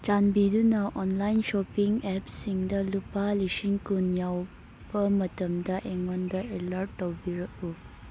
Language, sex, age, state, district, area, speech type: Manipuri, female, 18-30, Manipur, Churachandpur, rural, read